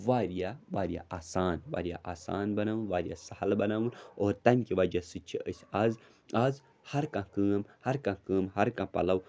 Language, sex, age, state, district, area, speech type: Kashmiri, male, 30-45, Jammu and Kashmir, Srinagar, urban, spontaneous